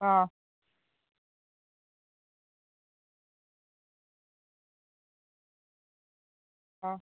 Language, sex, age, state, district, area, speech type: Kannada, male, 30-45, Karnataka, Shimoga, rural, conversation